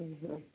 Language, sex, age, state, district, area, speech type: Odia, female, 60+, Odisha, Gajapati, rural, conversation